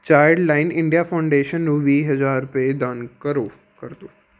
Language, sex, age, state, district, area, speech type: Punjabi, male, 18-30, Punjab, Patiala, urban, read